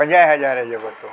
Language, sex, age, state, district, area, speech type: Sindhi, male, 60+, Delhi, South Delhi, urban, spontaneous